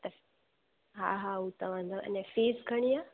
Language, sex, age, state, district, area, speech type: Sindhi, female, 18-30, Gujarat, Junagadh, rural, conversation